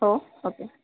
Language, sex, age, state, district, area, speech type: Marathi, female, 18-30, Maharashtra, Akola, urban, conversation